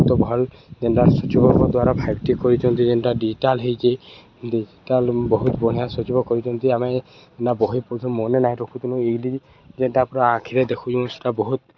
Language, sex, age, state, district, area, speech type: Odia, male, 18-30, Odisha, Subarnapur, urban, spontaneous